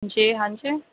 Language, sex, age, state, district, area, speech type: Urdu, female, 45-60, Delhi, Central Delhi, rural, conversation